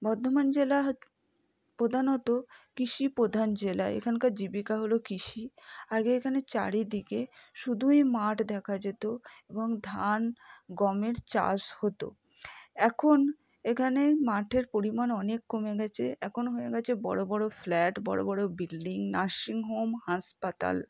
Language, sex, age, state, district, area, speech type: Bengali, female, 18-30, West Bengal, Purba Bardhaman, urban, spontaneous